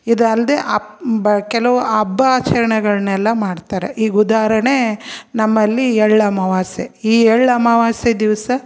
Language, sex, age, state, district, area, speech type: Kannada, female, 45-60, Karnataka, Koppal, rural, spontaneous